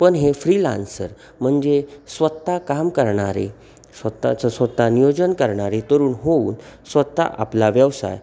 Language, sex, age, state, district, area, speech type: Marathi, male, 30-45, Maharashtra, Sindhudurg, rural, spontaneous